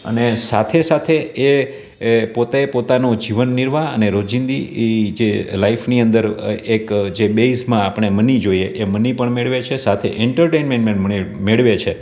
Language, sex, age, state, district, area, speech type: Gujarati, male, 30-45, Gujarat, Rajkot, urban, spontaneous